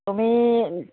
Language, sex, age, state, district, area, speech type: Assamese, female, 60+, Assam, Dibrugarh, rural, conversation